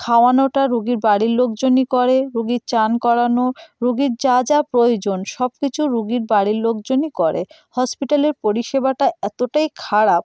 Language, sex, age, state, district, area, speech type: Bengali, female, 30-45, West Bengal, North 24 Parganas, rural, spontaneous